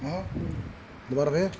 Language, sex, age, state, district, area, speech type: Punjabi, male, 60+, Punjab, Bathinda, urban, spontaneous